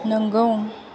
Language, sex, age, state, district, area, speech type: Bodo, female, 18-30, Assam, Chirang, urban, read